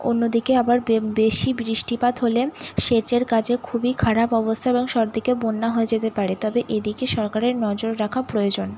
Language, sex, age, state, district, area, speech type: Bengali, female, 18-30, West Bengal, Howrah, urban, spontaneous